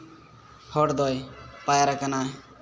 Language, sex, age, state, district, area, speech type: Santali, male, 18-30, Jharkhand, East Singhbhum, rural, spontaneous